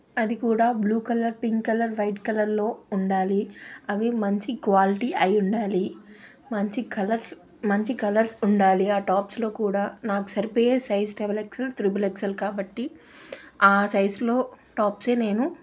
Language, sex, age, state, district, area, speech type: Telugu, female, 30-45, Andhra Pradesh, Nellore, urban, spontaneous